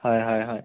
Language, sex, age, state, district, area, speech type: Assamese, male, 30-45, Assam, Sonitpur, rural, conversation